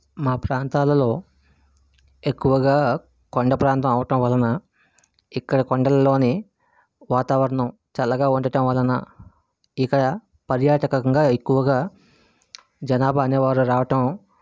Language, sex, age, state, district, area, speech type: Telugu, male, 18-30, Andhra Pradesh, Vizianagaram, urban, spontaneous